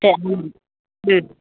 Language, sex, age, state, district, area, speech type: Tamil, female, 45-60, Tamil Nadu, Thoothukudi, rural, conversation